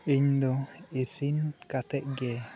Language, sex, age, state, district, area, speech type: Santali, male, 18-30, West Bengal, Bankura, rural, spontaneous